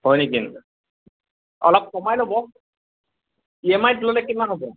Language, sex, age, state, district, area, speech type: Assamese, male, 18-30, Assam, Nalbari, rural, conversation